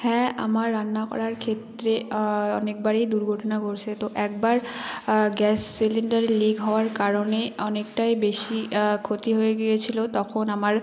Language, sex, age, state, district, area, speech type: Bengali, female, 18-30, West Bengal, Jalpaiguri, rural, spontaneous